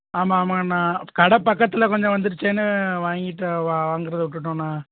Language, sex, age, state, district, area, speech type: Tamil, male, 18-30, Tamil Nadu, Perambalur, rural, conversation